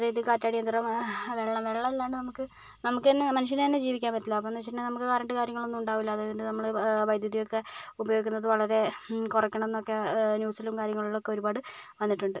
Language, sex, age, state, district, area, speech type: Malayalam, female, 30-45, Kerala, Kozhikode, urban, spontaneous